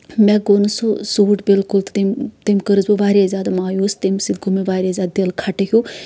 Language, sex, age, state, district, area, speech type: Kashmiri, female, 30-45, Jammu and Kashmir, Shopian, rural, spontaneous